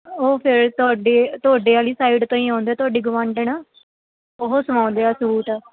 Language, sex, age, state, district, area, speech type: Punjabi, female, 18-30, Punjab, Firozpur, rural, conversation